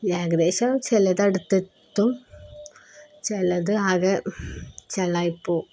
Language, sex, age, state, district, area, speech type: Malayalam, female, 30-45, Kerala, Kozhikode, rural, spontaneous